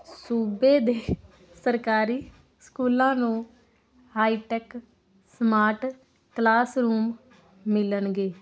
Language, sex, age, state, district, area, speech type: Punjabi, female, 18-30, Punjab, Muktsar, rural, spontaneous